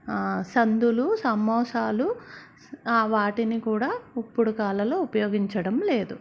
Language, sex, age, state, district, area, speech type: Telugu, female, 30-45, Andhra Pradesh, Vizianagaram, urban, spontaneous